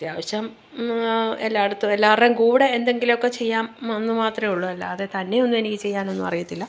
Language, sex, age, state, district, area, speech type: Malayalam, female, 45-60, Kerala, Pathanamthitta, urban, spontaneous